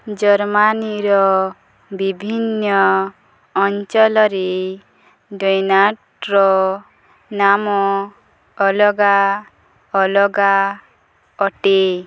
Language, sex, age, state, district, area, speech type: Odia, female, 18-30, Odisha, Nuapada, urban, read